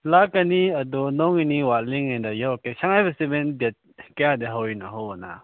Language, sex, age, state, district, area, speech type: Manipuri, male, 18-30, Manipur, Kakching, rural, conversation